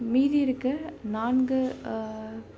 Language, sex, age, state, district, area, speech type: Tamil, female, 18-30, Tamil Nadu, Chennai, urban, spontaneous